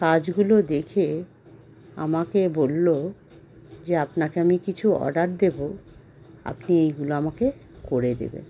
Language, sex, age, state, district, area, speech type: Bengali, female, 45-60, West Bengal, Howrah, urban, spontaneous